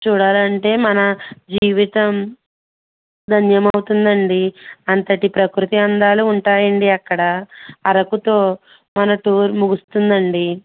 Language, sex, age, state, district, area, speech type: Telugu, female, 18-30, Andhra Pradesh, Konaseema, rural, conversation